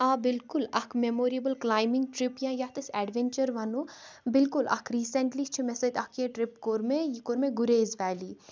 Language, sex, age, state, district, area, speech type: Kashmiri, female, 30-45, Jammu and Kashmir, Kupwara, rural, spontaneous